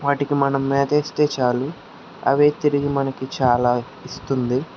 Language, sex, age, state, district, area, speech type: Telugu, male, 45-60, Andhra Pradesh, West Godavari, rural, spontaneous